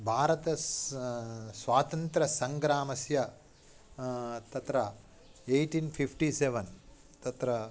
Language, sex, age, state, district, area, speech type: Sanskrit, male, 45-60, Telangana, Karimnagar, urban, spontaneous